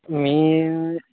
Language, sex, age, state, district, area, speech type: Telugu, male, 18-30, Telangana, Karimnagar, rural, conversation